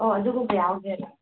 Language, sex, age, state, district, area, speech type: Manipuri, female, 18-30, Manipur, Kangpokpi, urban, conversation